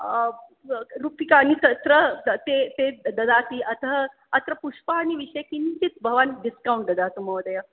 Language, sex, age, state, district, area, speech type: Sanskrit, female, 45-60, Maharashtra, Mumbai City, urban, conversation